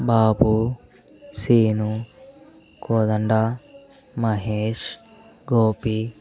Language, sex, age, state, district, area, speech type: Telugu, male, 18-30, Andhra Pradesh, Chittoor, rural, spontaneous